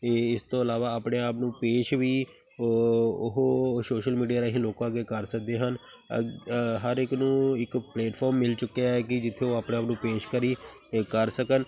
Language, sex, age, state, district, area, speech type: Punjabi, male, 30-45, Punjab, Tarn Taran, urban, spontaneous